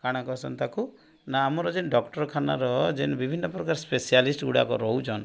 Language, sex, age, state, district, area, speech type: Odia, male, 30-45, Odisha, Nuapada, urban, spontaneous